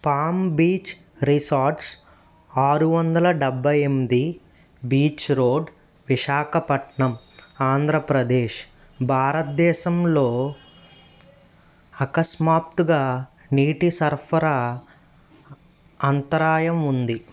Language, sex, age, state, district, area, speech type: Telugu, male, 30-45, Andhra Pradesh, N T Rama Rao, urban, read